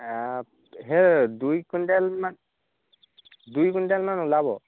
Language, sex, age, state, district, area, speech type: Assamese, male, 18-30, Assam, Sivasagar, rural, conversation